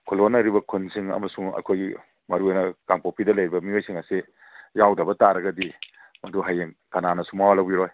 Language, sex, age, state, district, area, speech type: Manipuri, male, 45-60, Manipur, Kangpokpi, urban, conversation